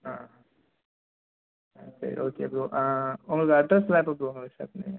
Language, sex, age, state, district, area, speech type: Tamil, male, 18-30, Tamil Nadu, Viluppuram, urban, conversation